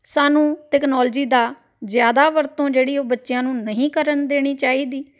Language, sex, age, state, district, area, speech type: Punjabi, female, 45-60, Punjab, Amritsar, urban, spontaneous